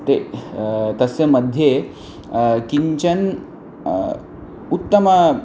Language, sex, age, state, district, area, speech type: Sanskrit, male, 18-30, Punjab, Amritsar, urban, spontaneous